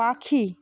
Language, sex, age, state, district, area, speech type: Bengali, female, 30-45, West Bengal, South 24 Parganas, rural, read